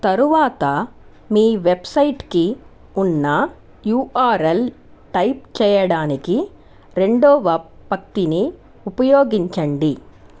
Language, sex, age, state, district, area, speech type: Telugu, female, 45-60, Andhra Pradesh, Chittoor, urban, read